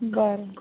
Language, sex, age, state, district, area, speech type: Marathi, female, 30-45, Maharashtra, Akola, rural, conversation